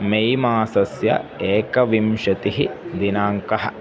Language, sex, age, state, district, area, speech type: Sanskrit, male, 30-45, Kerala, Kozhikode, urban, spontaneous